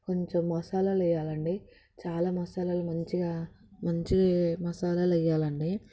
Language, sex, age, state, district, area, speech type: Telugu, female, 18-30, Telangana, Hyderabad, rural, spontaneous